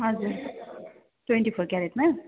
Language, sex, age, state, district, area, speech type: Nepali, female, 30-45, West Bengal, Darjeeling, rural, conversation